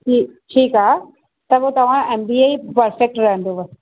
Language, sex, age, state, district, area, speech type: Sindhi, female, 30-45, Maharashtra, Thane, urban, conversation